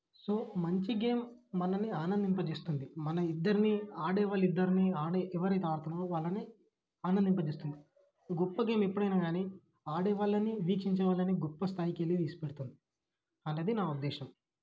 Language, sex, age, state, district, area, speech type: Telugu, male, 18-30, Telangana, Vikarabad, urban, spontaneous